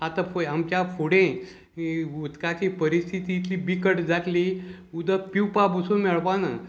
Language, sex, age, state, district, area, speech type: Goan Konkani, male, 60+, Goa, Salcete, rural, spontaneous